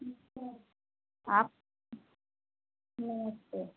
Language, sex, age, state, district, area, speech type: Hindi, female, 45-60, Uttar Pradesh, Pratapgarh, rural, conversation